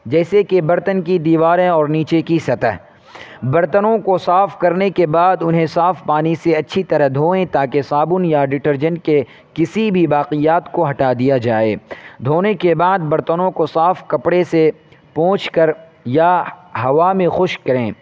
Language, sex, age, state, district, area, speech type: Urdu, male, 18-30, Uttar Pradesh, Saharanpur, urban, spontaneous